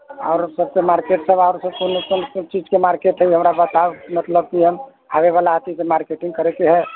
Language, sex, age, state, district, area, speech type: Maithili, male, 45-60, Bihar, Sitamarhi, rural, conversation